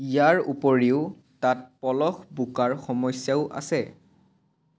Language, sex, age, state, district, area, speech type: Assamese, male, 18-30, Assam, Biswanath, rural, read